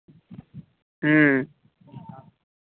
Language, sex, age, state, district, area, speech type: Bengali, male, 18-30, West Bengal, Birbhum, urban, conversation